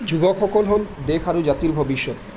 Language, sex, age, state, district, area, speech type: Assamese, male, 45-60, Assam, Charaideo, urban, spontaneous